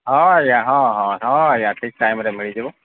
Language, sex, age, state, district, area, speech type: Odia, male, 45-60, Odisha, Sambalpur, rural, conversation